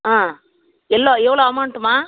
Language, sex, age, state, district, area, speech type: Tamil, female, 30-45, Tamil Nadu, Vellore, urban, conversation